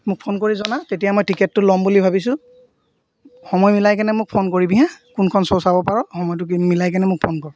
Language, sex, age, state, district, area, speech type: Assamese, male, 45-60, Assam, Golaghat, rural, spontaneous